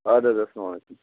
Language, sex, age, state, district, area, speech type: Kashmiri, male, 30-45, Jammu and Kashmir, Budgam, rural, conversation